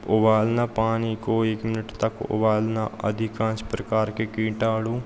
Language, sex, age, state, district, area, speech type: Hindi, male, 18-30, Madhya Pradesh, Hoshangabad, rural, spontaneous